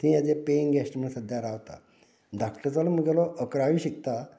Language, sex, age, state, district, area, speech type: Goan Konkani, male, 45-60, Goa, Canacona, rural, spontaneous